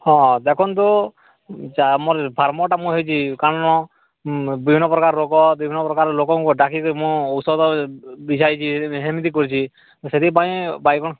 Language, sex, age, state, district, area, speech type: Odia, male, 18-30, Odisha, Balangir, urban, conversation